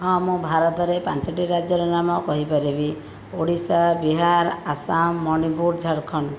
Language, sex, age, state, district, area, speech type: Odia, female, 45-60, Odisha, Jajpur, rural, spontaneous